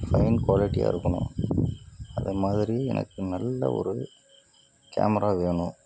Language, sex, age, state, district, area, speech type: Tamil, male, 30-45, Tamil Nadu, Nagapattinam, rural, spontaneous